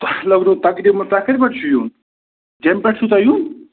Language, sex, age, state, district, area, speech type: Kashmiri, male, 30-45, Jammu and Kashmir, Bandipora, rural, conversation